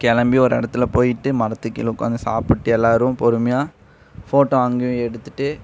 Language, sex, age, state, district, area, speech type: Tamil, male, 18-30, Tamil Nadu, Coimbatore, rural, spontaneous